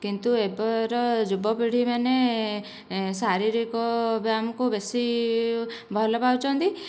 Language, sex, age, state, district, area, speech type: Odia, female, 30-45, Odisha, Dhenkanal, rural, spontaneous